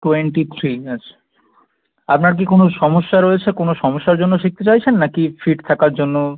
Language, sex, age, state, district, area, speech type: Bengali, male, 18-30, West Bengal, North 24 Parganas, urban, conversation